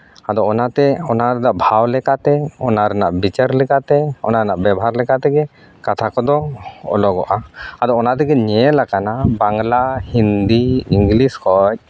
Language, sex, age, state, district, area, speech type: Santali, male, 30-45, Jharkhand, East Singhbhum, rural, spontaneous